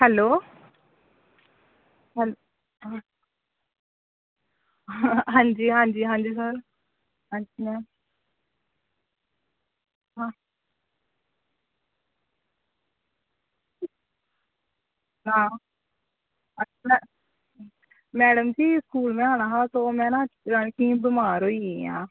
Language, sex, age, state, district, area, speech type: Dogri, female, 30-45, Jammu and Kashmir, Samba, urban, conversation